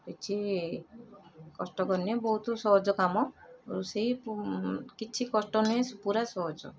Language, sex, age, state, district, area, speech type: Odia, female, 60+, Odisha, Balasore, rural, spontaneous